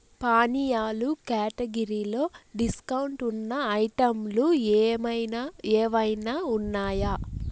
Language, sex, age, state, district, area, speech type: Telugu, female, 18-30, Andhra Pradesh, Chittoor, urban, read